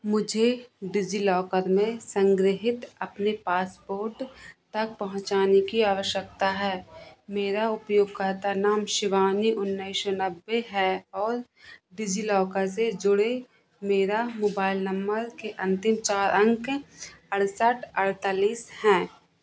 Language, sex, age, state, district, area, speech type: Hindi, female, 18-30, Madhya Pradesh, Narsinghpur, rural, read